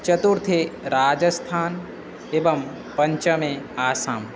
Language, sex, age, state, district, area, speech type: Sanskrit, male, 18-30, Odisha, Balangir, rural, spontaneous